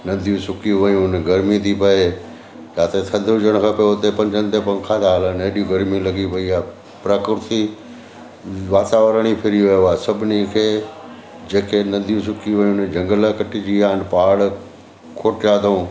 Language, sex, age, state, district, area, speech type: Sindhi, male, 60+, Gujarat, Surat, urban, spontaneous